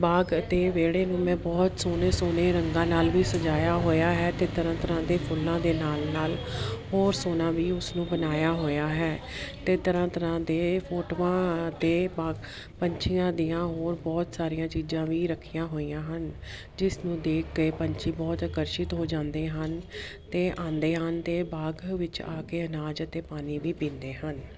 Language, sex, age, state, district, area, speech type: Punjabi, female, 30-45, Punjab, Jalandhar, urban, spontaneous